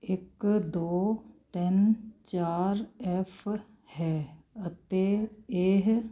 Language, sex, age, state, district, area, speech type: Punjabi, female, 45-60, Punjab, Muktsar, urban, read